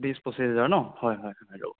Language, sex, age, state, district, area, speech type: Assamese, male, 18-30, Assam, Sonitpur, rural, conversation